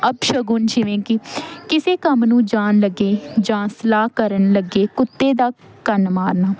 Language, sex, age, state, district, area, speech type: Punjabi, female, 18-30, Punjab, Pathankot, rural, spontaneous